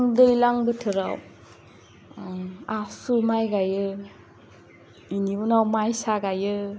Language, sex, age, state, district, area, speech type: Bodo, female, 30-45, Assam, Udalguri, urban, spontaneous